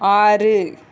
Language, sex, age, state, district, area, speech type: Tamil, female, 18-30, Tamil Nadu, Ranipet, rural, read